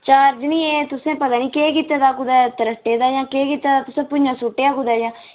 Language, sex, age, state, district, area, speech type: Dogri, female, 18-30, Jammu and Kashmir, Udhampur, rural, conversation